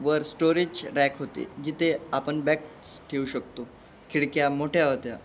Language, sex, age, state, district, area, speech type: Marathi, male, 18-30, Maharashtra, Jalna, urban, spontaneous